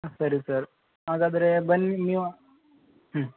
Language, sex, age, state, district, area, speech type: Kannada, male, 18-30, Karnataka, Gadag, rural, conversation